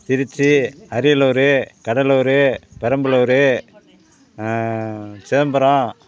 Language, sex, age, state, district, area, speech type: Tamil, male, 60+, Tamil Nadu, Ariyalur, rural, spontaneous